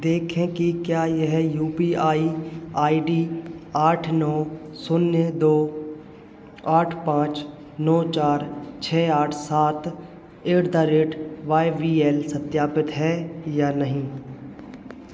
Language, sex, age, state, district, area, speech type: Hindi, male, 18-30, Madhya Pradesh, Hoshangabad, urban, read